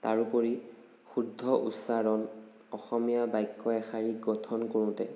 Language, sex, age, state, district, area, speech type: Assamese, male, 18-30, Assam, Nagaon, rural, spontaneous